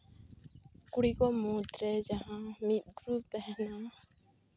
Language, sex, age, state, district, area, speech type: Santali, female, 18-30, West Bengal, Jhargram, rural, spontaneous